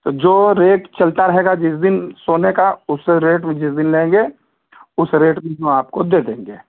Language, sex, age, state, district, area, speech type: Hindi, male, 45-60, Uttar Pradesh, Ghazipur, rural, conversation